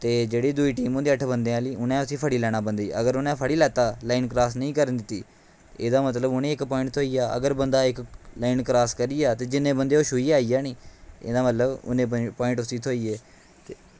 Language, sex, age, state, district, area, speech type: Dogri, male, 18-30, Jammu and Kashmir, Kathua, rural, spontaneous